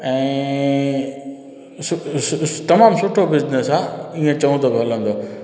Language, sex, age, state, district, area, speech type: Sindhi, male, 45-60, Gujarat, Junagadh, urban, spontaneous